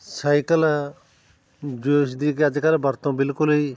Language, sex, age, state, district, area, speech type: Punjabi, male, 45-60, Punjab, Fatehgarh Sahib, rural, spontaneous